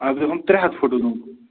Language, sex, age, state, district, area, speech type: Kashmiri, male, 30-45, Jammu and Kashmir, Bandipora, rural, conversation